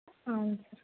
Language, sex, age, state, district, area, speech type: Telugu, female, 30-45, Andhra Pradesh, Kakinada, rural, conversation